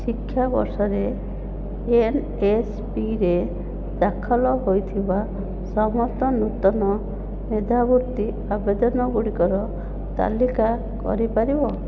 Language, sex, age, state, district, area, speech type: Odia, female, 18-30, Odisha, Jajpur, rural, read